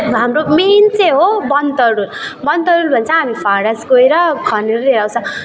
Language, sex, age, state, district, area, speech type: Nepali, female, 18-30, West Bengal, Alipurduar, urban, spontaneous